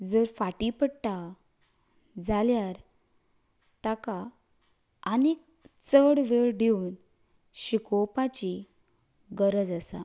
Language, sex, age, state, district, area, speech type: Goan Konkani, female, 30-45, Goa, Canacona, rural, spontaneous